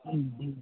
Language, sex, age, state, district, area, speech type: Kannada, male, 60+, Karnataka, Udupi, rural, conversation